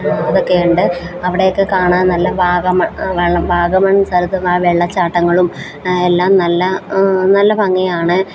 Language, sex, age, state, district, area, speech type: Malayalam, female, 30-45, Kerala, Alappuzha, rural, spontaneous